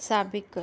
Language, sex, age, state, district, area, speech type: Sindhi, female, 30-45, Maharashtra, Thane, urban, read